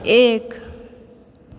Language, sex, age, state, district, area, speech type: Maithili, female, 18-30, Bihar, Supaul, urban, read